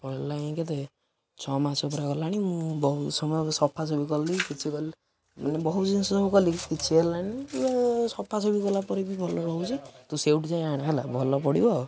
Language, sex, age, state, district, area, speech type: Odia, male, 18-30, Odisha, Jagatsinghpur, rural, spontaneous